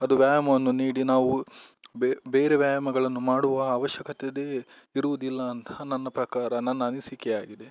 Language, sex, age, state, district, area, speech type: Kannada, male, 18-30, Karnataka, Udupi, rural, spontaneous